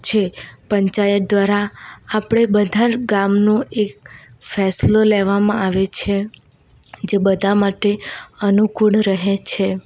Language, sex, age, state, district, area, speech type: Gujarati, female, 18-30, Gujarat, Valsad, rural, spontaneous